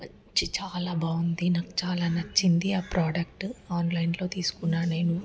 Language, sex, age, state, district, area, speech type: Telugu, female, 30-45, Telangana, Mancherial, rural, spontaneous